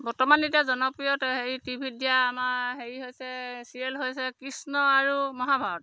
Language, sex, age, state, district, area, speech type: Assamese, female, 45-60, Assam, Golaghat, rural, spontaneous